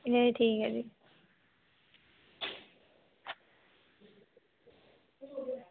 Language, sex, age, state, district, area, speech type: Dogri, female, 18-30, Jammu and Kashmir, Samba, rural, conversation